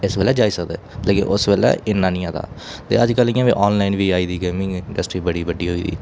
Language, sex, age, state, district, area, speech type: Dogri, male, 30-45, Jammu and Kashmir, Udhampur, urban, spontaneous